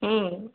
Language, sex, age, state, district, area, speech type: Bengali, female, 30-45, West Bengal, Jalpaiguri, rural, conversation